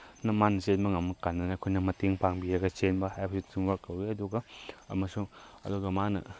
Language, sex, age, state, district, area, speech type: Manipuri, male, 18-30, Manipur, Chandel, rural, spontaneous